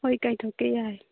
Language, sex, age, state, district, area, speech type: Manipuri, female, 18-30, Manipur, Churachandpur, urban, conversation